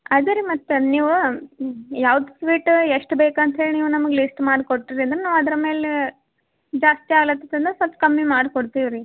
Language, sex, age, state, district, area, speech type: Kannada, female, 18-30, Karnataka, Gulbarga, urban, conversation